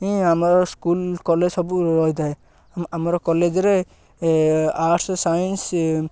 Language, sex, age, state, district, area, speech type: Odia, male, 18-30, Odisha, Ganjam, rural, spontaneous